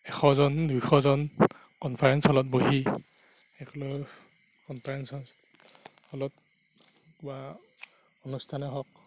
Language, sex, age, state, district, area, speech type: Assamese, male, 45-60, Assam, Darrang, rural, spontaneous